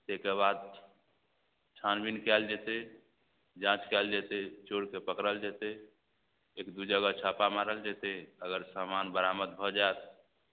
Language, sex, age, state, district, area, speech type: Maithili, male, 45-60, Bihar, Madhubani, rural, conversation